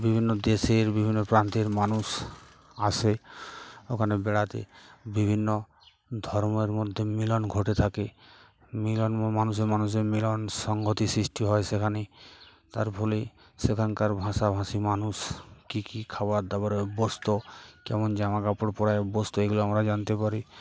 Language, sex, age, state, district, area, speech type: Bengali, male, 45-60, West Bengal, Uttar Dinajpur, urban, spontaneous